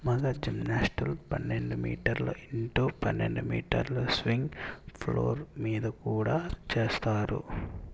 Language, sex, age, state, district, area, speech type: Telugu, male, 60+, Andhra Pradesh, Eluru, rural, read